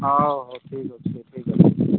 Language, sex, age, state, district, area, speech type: Odia, male, 30-45, Odisha, Nabarangpur, urban, conversation